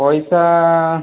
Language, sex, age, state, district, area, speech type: Odia, male, 18-30, Odisha, Kandhamal, rural, conversation